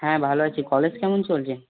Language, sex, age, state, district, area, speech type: Bengali, male, 18-30, West Bengal, Uttar Dinajpur, urban, conversation